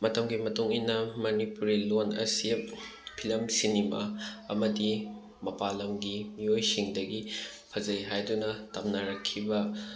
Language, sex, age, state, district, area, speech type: Manipuri, male, 18-30, Manipur, Bishnupur, rural, spontaneous